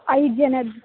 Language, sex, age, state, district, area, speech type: Kannada, female, 18-30, Karnataka, Dharwad, urban, conversation